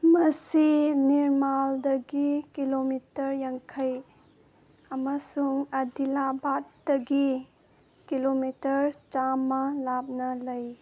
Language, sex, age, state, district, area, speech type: Manipuri, female, 18-30, Manipur, Senapati, urban, read